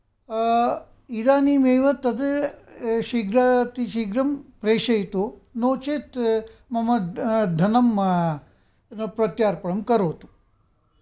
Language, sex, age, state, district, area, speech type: Sanskrit, male, 60+, Karnataka, Mysore, urban, spontaneous